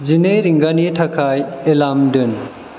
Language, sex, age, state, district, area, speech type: Bodo, male, 18-30, Assam, Chirang, urban, read